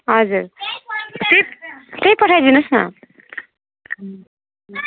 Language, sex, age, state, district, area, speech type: Nepali, female, 18-30, West Bengal, Darjeeling, rural, conversation